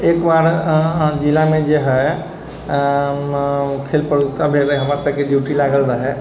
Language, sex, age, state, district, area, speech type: Maithili, male, 30-45, Bihar, Sitamarhi, urban, spontaneous